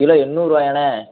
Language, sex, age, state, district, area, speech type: Tamil, male, 18-30, Tamil Nadu, Thoothukudi, rural, conversation